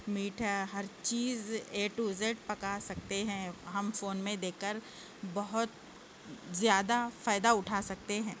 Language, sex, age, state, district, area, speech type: Urdu, female, 60+, Telangana, Hyderabad, urban, spontaneous